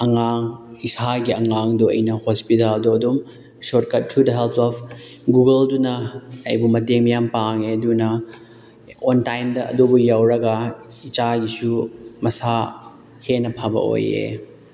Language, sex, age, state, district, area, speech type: Manipuri, male, 18-30, Manipur, Chandel, rural, spontaneous